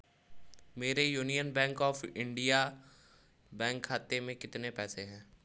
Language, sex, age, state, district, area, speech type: Hindi, male, 18-30, Uttar Pradesh, Varanasi, rural, read